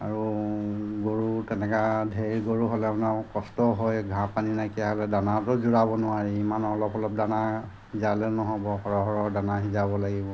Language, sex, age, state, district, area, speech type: Assamese, male, 45-60, Assam, Golaghat, rural, spontaneous